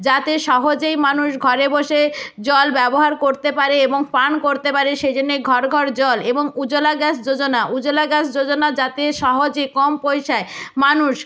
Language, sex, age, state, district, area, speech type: Bengali, female, 60+, West Bengal, Nadia, rural, spontaneous